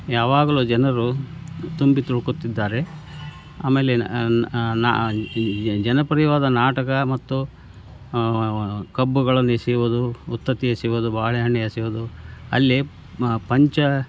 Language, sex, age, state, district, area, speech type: Kannada, male, 60+, Karnataka, Koppal, rural, spontaneous